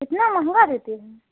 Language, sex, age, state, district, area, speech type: Hindi, female, 45-60, Uttar Pradesh, Prayagraj, rural, conversation